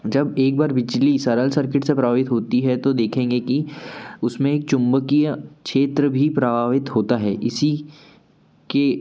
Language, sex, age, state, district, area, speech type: Hindi, male, 18-30, Madhya Pradesh, Betul, urban, spontaneous